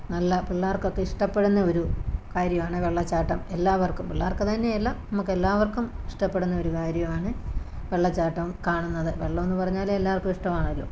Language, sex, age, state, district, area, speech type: Malayalam, female, 45-60, Kerala, Kottayam, rural, spontaneous